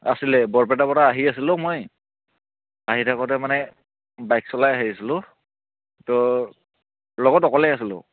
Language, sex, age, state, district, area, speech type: Assamese, male, 30-45, Assam, Barpeta, rural, conversation